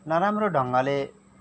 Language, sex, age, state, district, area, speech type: Nepali, male, 30-45, West Bengal, Kalimpong, rural, spontaneous